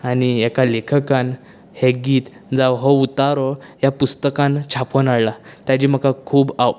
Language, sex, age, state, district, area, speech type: Goan Konkani, male, 18-30, Goa, Canacona, rural, spontaneous